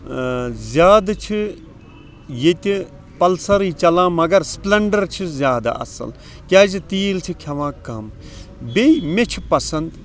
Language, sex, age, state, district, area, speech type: Kashmiri, male, 45-60, Jammu and Kashmir, Srinagar, rural, spontaneous